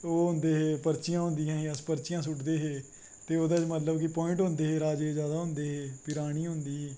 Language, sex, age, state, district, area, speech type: Dogri, male, 18-30, Jammu and Kashmir, Kathua, rural, spontaneous